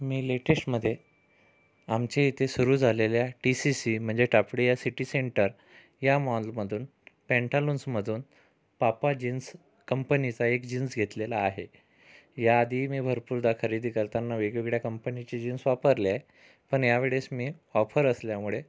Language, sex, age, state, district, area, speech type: Marathi, male, 45-60, Maharashtra, Amravati, urban, spontaneous